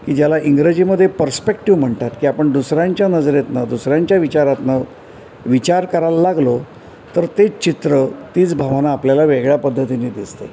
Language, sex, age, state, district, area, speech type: Marathi, male, 60+, Maharashtra, Mumbai Suburban, urban, spontaneous